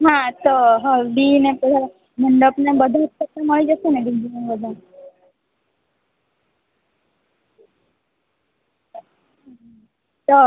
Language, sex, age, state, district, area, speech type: Gujarati, female, 18-30, Gujarat, Valsad, rural, conversation